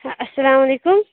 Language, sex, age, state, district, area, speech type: Kashmiri, female, 18-30, Jammu and Kashmir, Shopian, rural, conversation